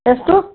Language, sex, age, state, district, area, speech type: Kannada, female, 60+, Karnataka, Gulbarga, urban, conversation